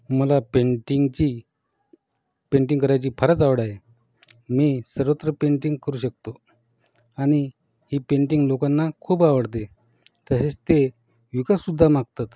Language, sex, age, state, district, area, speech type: Marathi, male, 45-60, Maharashtra, Yavatmal, rural, spontaneous